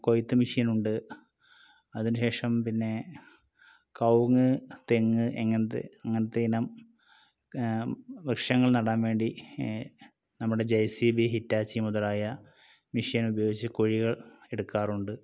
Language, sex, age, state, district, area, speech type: Malayalam, male, 30-45, Kerala, Wayanad, rural, spontaneous